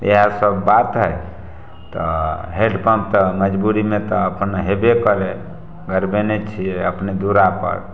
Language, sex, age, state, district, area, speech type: Maithili, male, 30-45, Bihar, Samastipur, rural, spontaneous